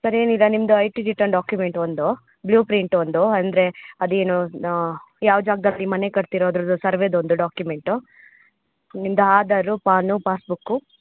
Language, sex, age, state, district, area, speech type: Kannada, female, 18-30, Karnataka, Chikkamagaluru, rural, conversation